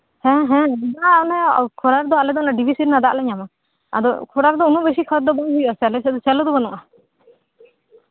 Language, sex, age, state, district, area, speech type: Santali, female, 30-45, West Bengal, Birbhum, rural, conversation